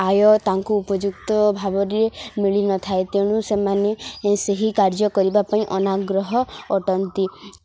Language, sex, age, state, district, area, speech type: Odia, female, 18-30, Odisha, Subarnapur, rural, spontaneous